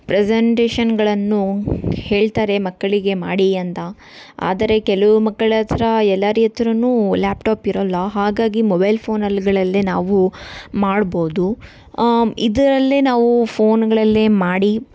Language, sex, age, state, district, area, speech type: Kannada, female, 18-30, Karnataka, Tumkur, urban, spontaneous